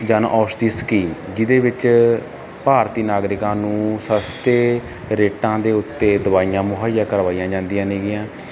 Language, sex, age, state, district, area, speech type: Punjabi, male, 30-45, Punjab, Barnala, rural, spontaneous